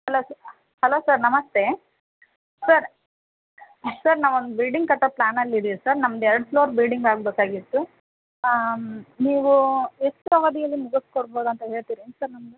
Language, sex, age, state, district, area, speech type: Kannada, female, 30-45, Karnataka, Koppal, rural, conversation